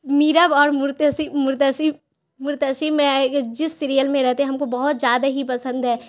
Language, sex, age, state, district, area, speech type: Urdu, female, 18-30, Bihar, Khagaria, rural, spontaneous